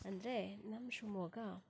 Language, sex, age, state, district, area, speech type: Kannada, female, 30-45, Karnataka, Shimoga, rural, spontaneous